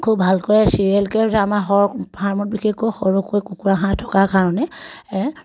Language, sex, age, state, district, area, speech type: Assamese, female, 30-45, Assam, Sivasagar, rural, spontaneous